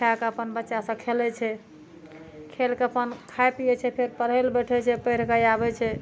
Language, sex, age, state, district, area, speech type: Maithili, female, 60+, Bihar, Madhepura, rural, spontaneous